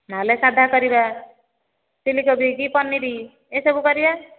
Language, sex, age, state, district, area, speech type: Odia, female, 30-45, Odisha, Nayagarh, rural, conversation